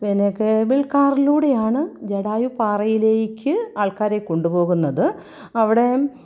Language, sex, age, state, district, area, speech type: Malayalam, female, 45-60, Kerala, Kollam, rural, spontaneous